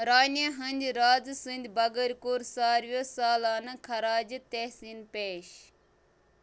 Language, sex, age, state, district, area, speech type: Kashmiri, female, 18-30, Jammu and Kashmir, Bandipora, rural, read